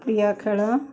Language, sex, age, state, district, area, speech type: Odia, female, 45-60, Odisha, Ganjam, urban, spontaneous